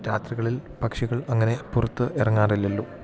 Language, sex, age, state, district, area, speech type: Malayalam, male, 18-30, Kerala, Idukki, rural, spontaneous